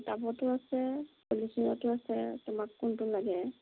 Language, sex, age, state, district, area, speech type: Assamese, female, 30-45, Assam, Nagaon, rural, conversation